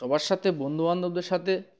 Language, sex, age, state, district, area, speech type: Bengali, male, 30-45, West Bengal, Uttar Dinajpur, urban, spontaneous